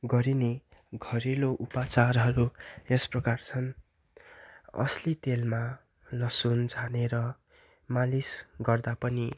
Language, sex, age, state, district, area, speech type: Nepali, male, 18-30, West Bengal, Darjeeling, rural, spontaneous